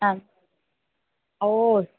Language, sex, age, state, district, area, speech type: Sanskrit, female, 18-30, Kerala, Thiruvananthapuram, urban, conversation